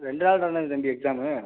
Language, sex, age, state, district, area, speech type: Tamil, male, 18-30, Tamil Nadu, Sivaganga, rural, conversation